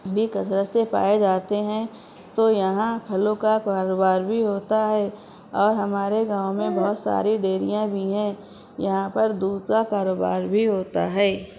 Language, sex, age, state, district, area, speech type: Urdu, female, 30-45, Uttar Pradesh, Shahjahanpur, urban, spontaneous